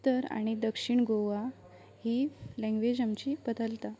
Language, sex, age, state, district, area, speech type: Goan Konkani, female, 18-30, Goa, Pernem, rural, spontaneous